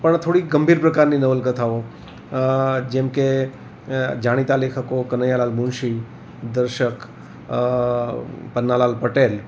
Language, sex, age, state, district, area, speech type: Gujarati, male, 60+, Gujarat, Rajkot, urban, spontaneous